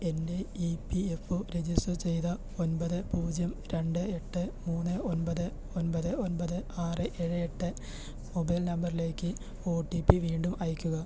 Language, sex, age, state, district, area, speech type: Malayalam, male, 18-30, Kerala, Palakkad, rural, read